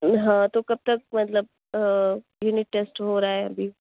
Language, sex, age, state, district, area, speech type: Urdu, female, 18-30, Uttar Pradesh, Mau, urban, conversation